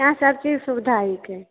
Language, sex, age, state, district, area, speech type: Maithili, female, 30-45, Bihar, Begusarai, rural, conversation